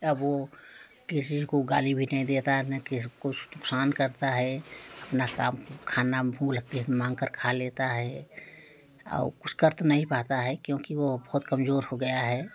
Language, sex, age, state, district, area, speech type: Hindi, female, 45-60, Uttar Pradesh, Prayagraj, rural, spontaneous